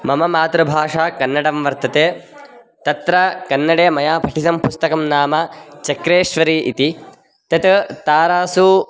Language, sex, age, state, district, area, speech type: Sanskrit, male, 18-30, Karnataka, Raichur, rural, spontaneous